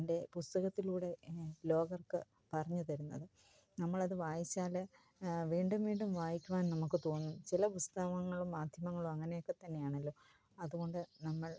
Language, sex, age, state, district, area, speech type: Malayalam, female, 45-60, Kerala, Kottayam, rural, spontaneous